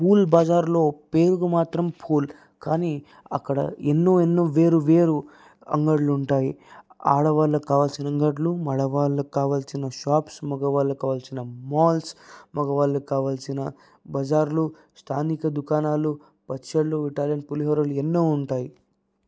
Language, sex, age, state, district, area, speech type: Telugu, male, 18-30, Andhra Pradesh, Anantapur, urban, spontaneous